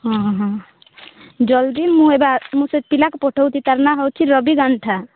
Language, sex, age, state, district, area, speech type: Odia, female, 18-30, Odisha, Rayagada, rural, conversation